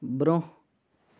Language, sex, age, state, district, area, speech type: Kashmiri, male, 18-30, Jammu and Kashmir, Bandipora, rural, read